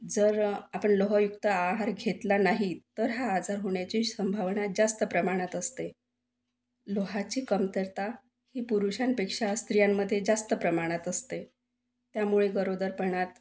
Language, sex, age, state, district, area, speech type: Marathi, female, 30-45, Maharashtra, Wardha, urban, spontaneous